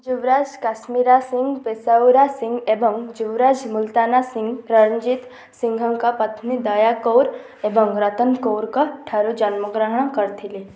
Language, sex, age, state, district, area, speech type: Odia, female, 18-30, Odisha, Kendrapara, urban, read